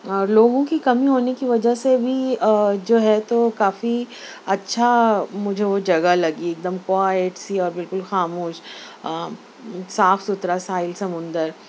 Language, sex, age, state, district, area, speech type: Urdu, female, 30-45, Maharashtra, Nashik, urban, spontaneous